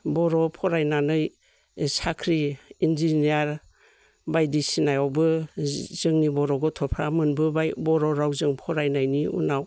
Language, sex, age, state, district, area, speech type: Bodo, female, 45-60, Assam, Baksa, rural, spontaneous